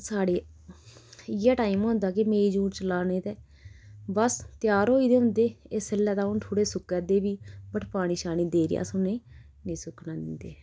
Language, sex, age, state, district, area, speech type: Dogri, female, 30-45, Jammu and Kashmir, Udhampur, rural, spontaneous